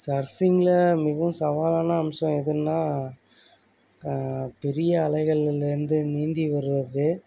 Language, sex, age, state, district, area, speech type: Tamil, male, 30-45, Tamil Nadu, Thanjavur, rural, spontaneous